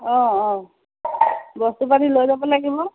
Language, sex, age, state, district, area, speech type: Assamese, female, 45-60, Assam, Lakhimpur, rural, conversation